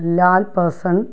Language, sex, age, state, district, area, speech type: Malayalam, female, 60+, Kerala, Thiruvananthapuram, rural, spontaneous